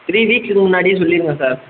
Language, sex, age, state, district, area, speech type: Tamil, male, 18-30, Tamil Nadu, Madurai, urban, conversation